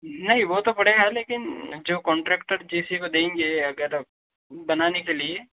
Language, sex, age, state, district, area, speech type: Hindi, male, 18-30, Madhya Pradesh, Ujjain, urban, conversation